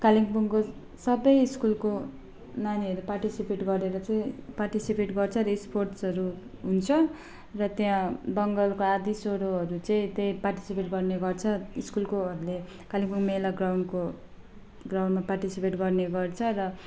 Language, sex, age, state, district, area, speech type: Nepali, female, 18-30, West Bengal, Alipurduar, urban, spontaneous